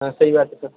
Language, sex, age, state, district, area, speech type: Hindi, male, 30-45, Bihar, Darbhanga, rural, conversation